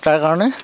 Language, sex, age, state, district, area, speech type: Assamese, male, 30-45, Assam, Dhemaji, rural, spontaneous